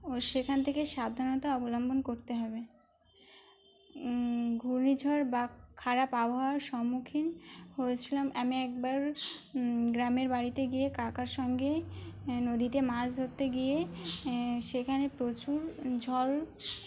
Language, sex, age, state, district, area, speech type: Bengali, female, 18-30, West Bengal, Birbhum, urban, spontaneous